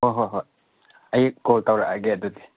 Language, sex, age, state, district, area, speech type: Manipuri, male, 30-45, Manipur, Chandel, rural, conversation